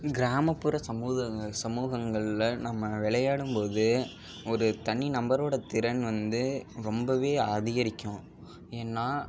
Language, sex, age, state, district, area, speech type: Tamil, male, 18-30, Tamil Nadu, Ariyalur, rural, spontaneous